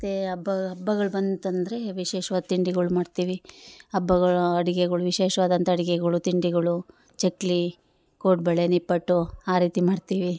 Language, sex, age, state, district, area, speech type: Kannada, female, 30-45, Karnataka, Chikkamagaluru, rural, spontaneous